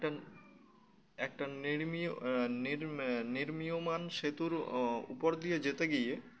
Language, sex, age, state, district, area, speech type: Bengali, male, 18-30, West Bengal, Uttar Dinajpur, urban, spontaneous